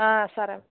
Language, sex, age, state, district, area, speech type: Telugu, female, 30-45, Telangana, Warangal, rural, conversation